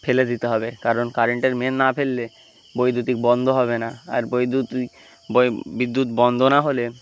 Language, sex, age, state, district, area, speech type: Bengali, male, 18-30, West Bengal, Uttar Dinajpur, urban, spontaneous